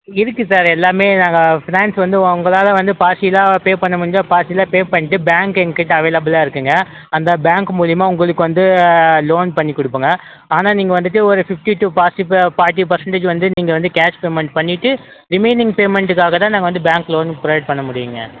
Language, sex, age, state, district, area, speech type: Tamil, male, 45-60, Tamil Nadu, Tenkasi, rural, conversation